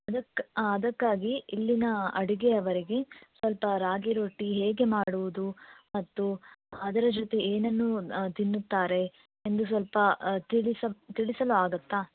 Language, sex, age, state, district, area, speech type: Kannada, female, 18-30, Karnataka, Shimoga, rural, conversation